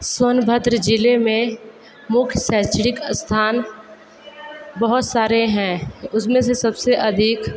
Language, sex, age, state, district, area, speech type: Hindi, female, 45-60, Uttar Pradesh, Sonbhadra, rural, spontaneous